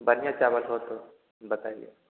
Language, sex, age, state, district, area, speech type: Hindi, male, 30-45, Bihar, Vaishali, rural, conversation